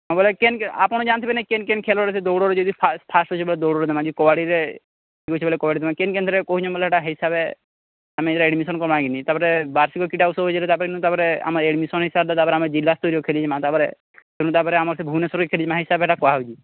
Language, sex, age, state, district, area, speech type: Odia, male, 30-45, Odisha, Sambalpur, rural, conversation